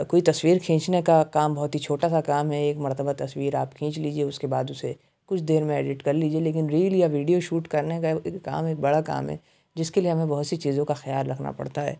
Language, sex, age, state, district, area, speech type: Urdu, male, 30-45, Uttar Pradesh, Aligarh, rural, spontaneous